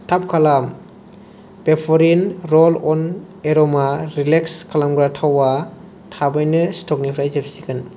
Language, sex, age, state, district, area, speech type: Bodo, male, 18-30, Assam, Kokrajhar, rural, read